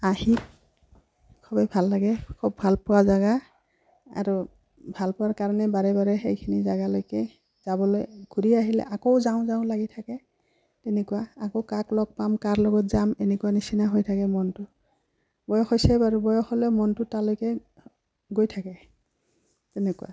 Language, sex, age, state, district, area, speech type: Assamese, female, 45-60, Assam, Udalguri, rural, spontaneous